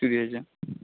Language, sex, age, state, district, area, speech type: Bengali, male, 18-30, West Bengal, Jhargram, rural, conversation